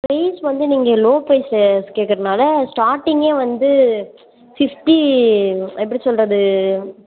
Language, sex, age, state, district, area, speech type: Tamil, female, 18-30, Tamil Nadu, Sivaganga, rural, conversation